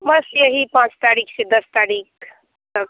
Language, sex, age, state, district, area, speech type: Hindi, female, 30-45, Bihar, Muzaffarpur, rural, conversation